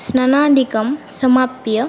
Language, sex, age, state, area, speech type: Sanskrit, female, 18-30, Assam, rural, spontaneous